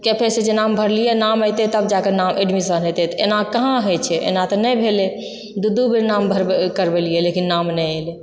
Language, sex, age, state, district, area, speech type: Maithili, female, 60+, Bihar, Purnia, rural, spontaneous